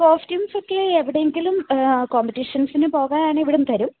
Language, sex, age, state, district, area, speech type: Malayalam, female, 18-30, Kerala, Idukki, rural, conversation